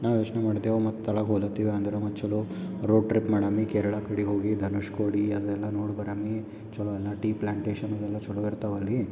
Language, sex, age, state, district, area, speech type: Kannada, male, 18-30, Karnataka, Gulbarga, urban, spontaneous